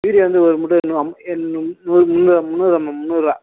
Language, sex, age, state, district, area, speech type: Tamil, male, 30-45, Tamil Nadu, Nagapattinam, rural, conversation